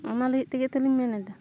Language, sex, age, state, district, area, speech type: Santali, female, 30-45, Jharkhand, Bokaro, rural, spontaneous